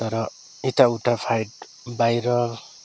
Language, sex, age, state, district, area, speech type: Nepali, male, 45-60, West Bengal, Darjeeling, rural, spontaneous